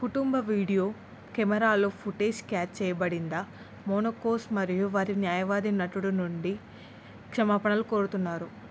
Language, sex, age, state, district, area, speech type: Telugu, female, 18-30, Telangana, Nalgonda, urban, read